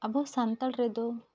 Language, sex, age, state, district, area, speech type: Santali, female, 18-30, Jharkhand, Bokaro, rural, spontaneous